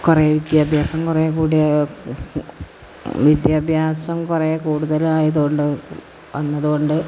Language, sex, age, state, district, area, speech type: Malayalam, female, 60+, Kerala, Malappuram, rural, spontaneous